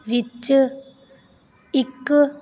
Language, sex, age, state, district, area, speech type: Punjabi, female, 18-30, Punjab, Fazilka, rural, read